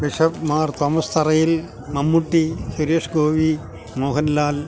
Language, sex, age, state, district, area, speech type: Malayalam, male, 60+, Kerala, Alappuzha, rural, spontaneous